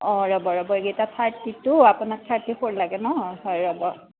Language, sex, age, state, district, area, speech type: Assamese, female, 45-60, Assam, Darrang, rural, conversation